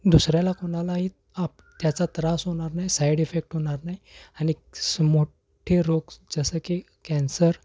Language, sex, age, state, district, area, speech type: Marathi, male, 18-30, Maharashtra, Kolhapur, urban, spontaneous